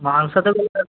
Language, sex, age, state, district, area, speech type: Punjabi, male, 18-30, Punjab, Mansa, urban, conversation